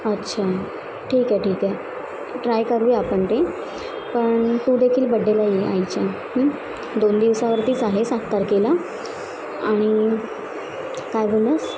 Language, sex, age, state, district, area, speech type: Marathi, female, 18-30, Maharashtra, Mumbai Suburban, urban, spontaneous